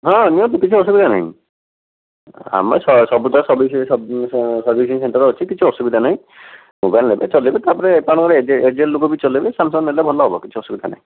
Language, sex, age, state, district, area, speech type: Odia, male, 45-60, Odisha, Bhadrak, rural, conversation